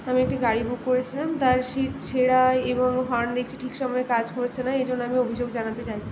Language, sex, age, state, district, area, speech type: Bengali, female, 18-30, West Bengal, Paschim Medinipur, rural, spontaneous